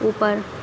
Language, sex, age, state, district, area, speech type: Hindi, female, 18-30, Madhya Pradesh, Harda, urban, read